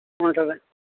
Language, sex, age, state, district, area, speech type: Telugu, male, 60+, Andhra Pradesh, N T Rama Rao, urban, conversation